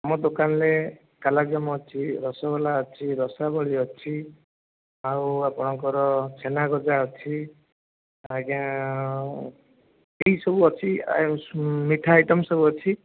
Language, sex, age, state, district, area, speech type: Odia, male, 30-45, Odisha, Jajpur, rural, conversation